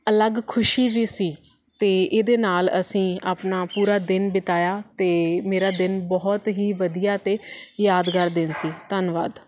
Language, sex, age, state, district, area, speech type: Punjabi, female, 30-45, Punjab, Faridkot, urban, spontaneous